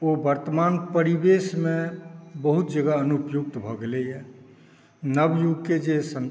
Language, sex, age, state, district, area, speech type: Maithili, male, 60+, Bihar, Saharsa, urban, spontaneous